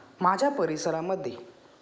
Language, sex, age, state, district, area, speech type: Marathi, male, 18-30, Maharashtra, Ahmednagar, rural, spontaneous